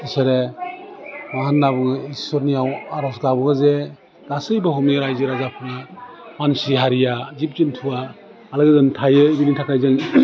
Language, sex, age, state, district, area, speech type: Bodo, male, 45-60, Assam, Udalguri, urban, spontaneous